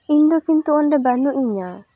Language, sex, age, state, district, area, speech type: Santali, female, 18-30, West Bengal, Jhargram, rural, spontaneous